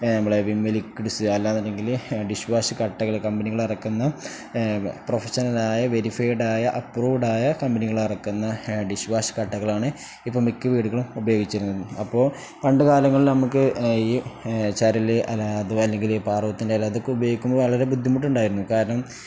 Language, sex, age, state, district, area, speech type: Malayalam, male, 18-30, Kerala, Kozhikode, rural, spontaneous